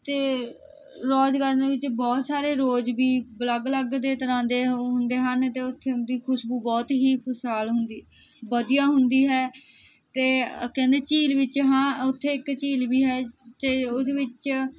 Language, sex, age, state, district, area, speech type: Punjabi, female, 18-30, Punjab, Barnala, rural, spontaneous